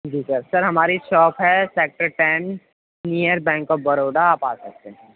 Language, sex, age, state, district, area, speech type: Urdu, male, 18-30, Uttar Pradesh, Gautam Buddha Nagar, urban, conversation